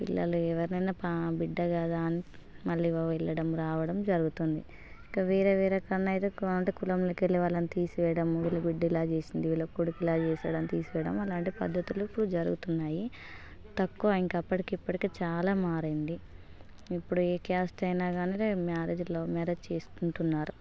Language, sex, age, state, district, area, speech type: Telugu, female, 30-45, Telangana, Hanamkonda, rural, spontaneous